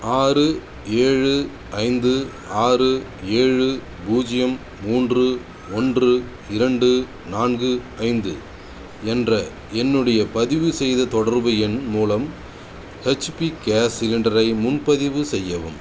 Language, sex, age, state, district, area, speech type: Tamil, male, 30-45, Tamil Nadu, Cuddalore, rural, read